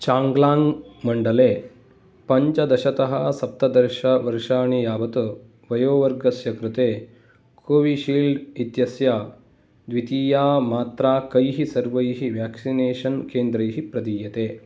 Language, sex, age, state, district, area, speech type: Sanskrit, male, 30-45, Karnataka, Uttara Kannada, rural, read